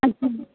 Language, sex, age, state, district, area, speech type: Marathi, female, 18-30, Maharashtra, Mumbai City, urban, conversation